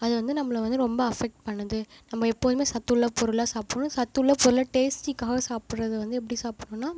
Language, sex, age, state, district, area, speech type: Tamil, female, 30-45, Tamil Nadu, Ariyalur, rural, spontaneous